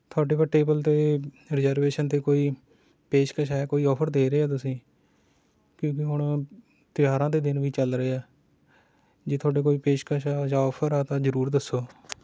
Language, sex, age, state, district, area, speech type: Punjabi, male, 30-45, Punjab, Rupnagar, rural, spontaneous